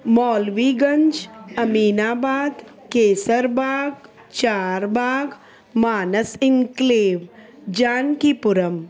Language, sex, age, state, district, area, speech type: Sindhi, female, 45-60, Uttar Pradesh, Lucknow, urban, spontaneous